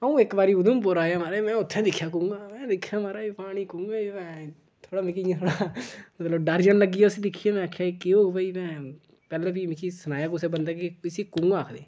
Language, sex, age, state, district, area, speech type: Dogri, male, 18-30, Jammu and Kashmir, Udhampur, rural, spontaneous